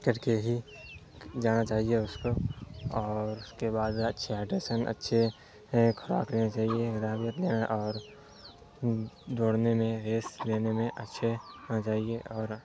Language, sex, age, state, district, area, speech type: Urdu, male, 30-45, Bihar, Supaul, rural, spontaneous